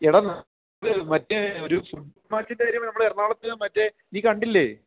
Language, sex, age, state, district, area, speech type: Malayalam, male, 18-30, Kerala, Idukki, rural, conversation